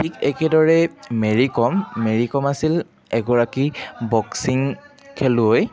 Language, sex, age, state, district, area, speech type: Assamese, male, 18-30, Assam, Jorhat, urban, spontaneous